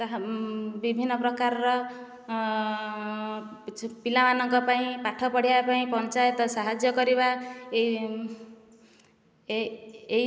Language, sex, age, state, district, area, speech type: Odia, female, 30-45, Odisha, Nayagarh, rural, spontaneous